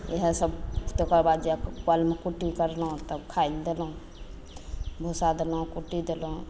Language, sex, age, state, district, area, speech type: Maithili, female, 45-60, Bihar, Begusarai, rural, spontaneous